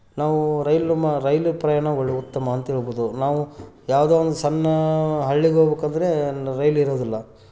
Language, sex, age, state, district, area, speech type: Kannada, male, 30-45, Karnataka, Gadag, rural, spontaneous